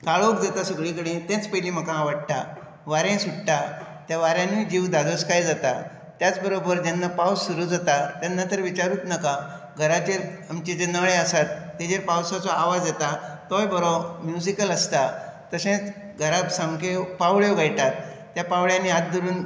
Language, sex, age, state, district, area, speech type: Goan Konkani, male, 60+, Goa, Bardez, urban, spontaneous